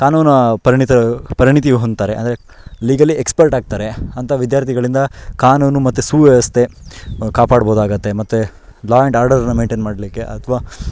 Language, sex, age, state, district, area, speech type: Kannada, male, 18-30, Karnataka, Shimoga, rural, spontaneous